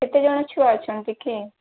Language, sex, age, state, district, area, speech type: Odia, female, 18-30, Odisha, Sundergarh, urban, conversation